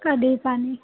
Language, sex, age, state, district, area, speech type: Marathi, female, 18-30, Maharashtra, Wardha, rural, conversation